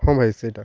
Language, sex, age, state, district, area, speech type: Odia, male, 18-30, Odisha, Jagatsinghpur, urban, spontaneous